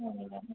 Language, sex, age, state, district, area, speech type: Odia, female, 45-60, Odisha, Bhadrak, rural, conversation